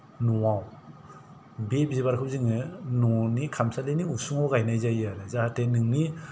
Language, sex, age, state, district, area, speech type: Bodo, male, 45-60, Assam, Kokrajhar, rural, spontaneous